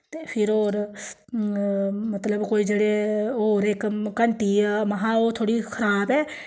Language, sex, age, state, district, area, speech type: Dogri, female, 30-45, Jammu and Kashmir, Samba, rural, spontaneous